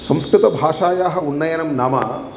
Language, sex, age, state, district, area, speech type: Sanskrit, male, 30-45, Telangana, Karimnagar, rural, spontaneous